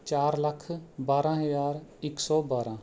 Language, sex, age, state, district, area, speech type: Punjabi, male, 30-45, Punjab, Rupnagar, rural, spontaneous